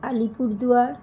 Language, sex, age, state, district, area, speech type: Bengali, female, 45-60, West Bengal, Howrah, urban, spontaneous